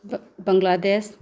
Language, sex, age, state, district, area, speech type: Manipuri, female, 45-60, Manipur, Bishnupur, rural, spontaneous